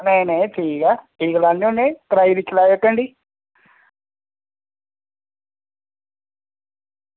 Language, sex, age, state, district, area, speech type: Dogri, male, 30-45, Jammu and Kashmir, Reasi, rural, conversation